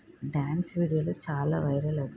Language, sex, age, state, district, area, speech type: Telugu, female, 30-45, Telangana, Peddapalli, rural, spontaneous